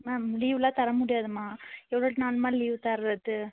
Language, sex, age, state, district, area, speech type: Tamil, female, 18-30, Tamil Nadu, Nilgiris, urban, conversation